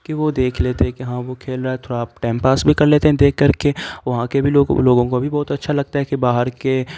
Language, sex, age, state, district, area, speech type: Urdu, male, 18-30, Bihar, Saharsa, rural, spontaneous